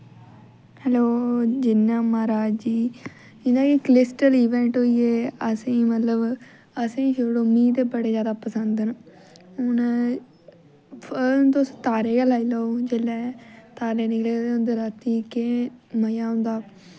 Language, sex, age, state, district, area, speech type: Dogri, female, 18-30, Jammu and Kashmir, Jammu, rural, spontaneous